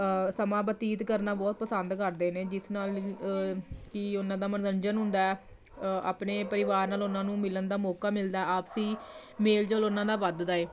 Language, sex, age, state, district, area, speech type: Punjabi, female, 30-45, Punjab, Jalandhar, urban, spontaneous